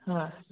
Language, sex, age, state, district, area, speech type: Kannada, male, 18-30, Karnataka, Gulbarga, urban, conversation